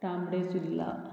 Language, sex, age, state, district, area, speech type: Goan Konkani, female, 45-60, Goa, Murmgao, rural, spontaneous